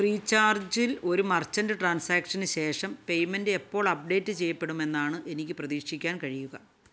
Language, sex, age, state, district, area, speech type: Malayalam, female, 60+, Kerala, Kasaragod, rural, read